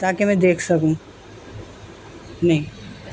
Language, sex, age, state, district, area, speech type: Urdu, female, 60+, Delhi, North East Delhi, urban, spontaneous